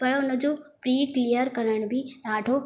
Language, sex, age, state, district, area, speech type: Sindhi, female, 18-30, Madhya Pradesh, Katni, rural, spontaneous